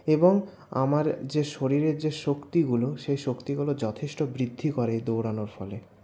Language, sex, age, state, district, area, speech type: Bengali, male, 60+, West Bengal, Paschim Bardhaman, urban, spontaneous